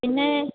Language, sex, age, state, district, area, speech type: Malayalam, female, 18-30, Kerala, Idukki, rural, conversation